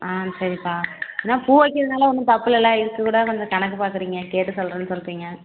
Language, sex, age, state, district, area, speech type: Tamil, female, 18-30, Tamil Nadu, Ariyalur, rural, conversation